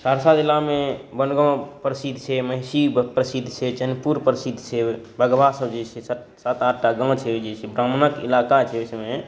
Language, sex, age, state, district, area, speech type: Maithili, male, 18-30, Bihar, Saharsa, rural, spontaneous